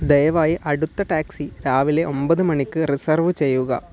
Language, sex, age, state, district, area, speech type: Malayalam, male, 18-30, Kerala, Kasaragod, rural, read